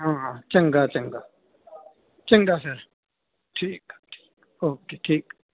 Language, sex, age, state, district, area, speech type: Punjabi, male, 18-30, Punjab, Bathinda, rural, conversation